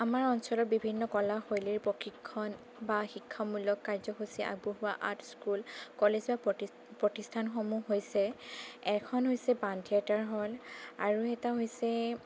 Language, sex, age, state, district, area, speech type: Assamese, female, 30-45, Assam, Sonitpur, rural, spontaneous